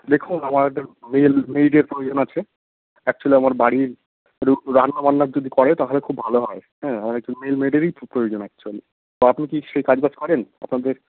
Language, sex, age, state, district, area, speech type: Bengali, male, 30-45, West Bengal, Hooghly, urban, conversation